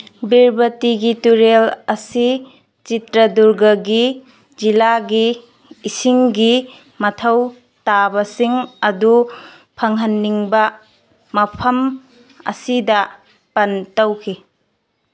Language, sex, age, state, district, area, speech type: Manipuri, female, 18-30, Manipur, Kakching, rural, read